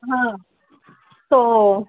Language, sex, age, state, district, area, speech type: Urdu, male, 45-60, Maharashtra, Nashik, urban, conversation